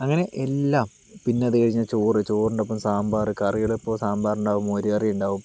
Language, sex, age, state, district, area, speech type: Malayalam, male, 18-30, Kerala, Palakkad, rural, spontaneous